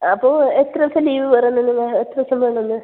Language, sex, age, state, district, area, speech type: Malayalam, female, 45-60, Kerala, Kasaragod, urban, conversation